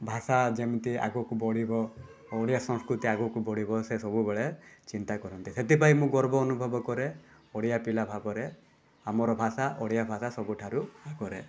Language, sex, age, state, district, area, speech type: Odia, male, 18-30, Odisha, Rayagada, urban, spontaneous